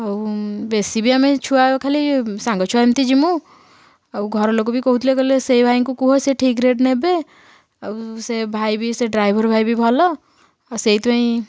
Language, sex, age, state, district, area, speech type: Odia, female, 18-30, Odisha, Kendujhar, urban, spontaneous